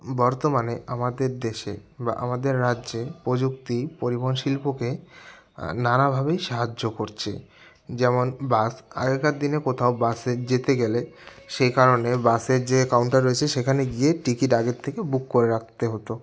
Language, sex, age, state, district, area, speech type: Bengali, male, 18-30, West Bengal, Jalpaiguri, rural, spontaneous